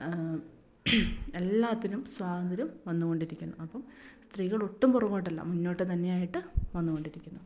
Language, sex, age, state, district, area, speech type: Malayalam, female, 30-45, Kerala, Malappuram, rural, spontaneous